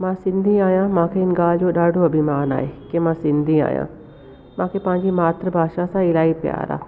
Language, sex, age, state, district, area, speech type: Sindhi, female, 45-60, Delhi, South Delhi, urban, spontaneous